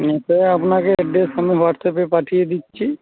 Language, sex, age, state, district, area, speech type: Bengali, male, 30-45, West Bengal, Uttar Dinajpur, urban, conversation